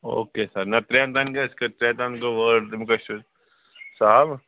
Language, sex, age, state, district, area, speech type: Kashmiri, male, 30-45, Jammu and Kashmir, Srinagar, urban, conversation